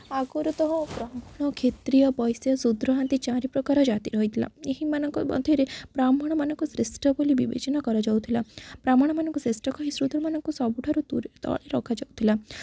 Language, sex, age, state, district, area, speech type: Odia, female, 18-30, Odisha, Jagatsinghpur, rural, spontaneous